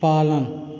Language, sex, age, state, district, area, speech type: Hindi, male, 45-60, Uttar Pradesh, Azamgarh, rural, read